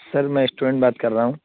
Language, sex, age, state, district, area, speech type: Urdu, male, 60+, Uttar Pradesh, Lucknow, urban, conversation